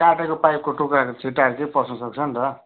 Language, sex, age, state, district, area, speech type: Nepali, male, 60+, West Bengal, Kalimpong, rural, conversation